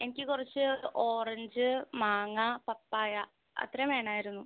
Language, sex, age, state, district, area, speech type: Malayalam, female, 18-30, Kerala, Ernakulam, rural, conversation